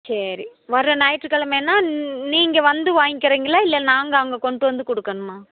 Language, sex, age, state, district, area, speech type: Tamil, female, 60+, Tamil Nadu, Theni, rural, conversation